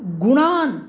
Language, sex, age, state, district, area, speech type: Sanskrit, male, 60+, Tamil Nadu, Mayiladuthurai, urban, spontaneous